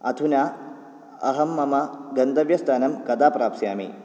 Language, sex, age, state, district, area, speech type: Sanskrit, male, 18-30, Kerala, Kottayam, urban, spontaneous